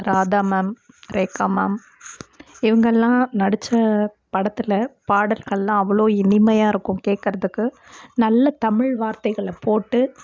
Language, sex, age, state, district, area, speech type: Tamil, female, 30-45, Tamil Nadu, Perambalur, rural, spontaneous